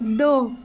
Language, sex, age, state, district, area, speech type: Urdu, female, 30-45, Uttar Pradesh, Lucknow, rural, read